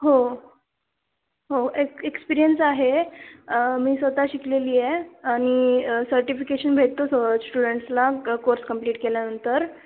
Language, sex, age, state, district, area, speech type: Marathi, female, 18-30, Maharashtra, Ratnagiri, rural, conversation